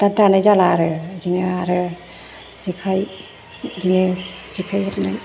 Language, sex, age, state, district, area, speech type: Bodo, female, 30-45, Assam, Chirang, urban, spontaneous